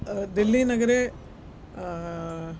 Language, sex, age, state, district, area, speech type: Sanskrit, female, 45-60, Andhra Pradesh, Krishna, urban, spontaneous